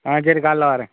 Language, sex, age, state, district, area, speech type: Tamil, male, 30-45, Tamil Nadu, Thoothukudi, rural, conversation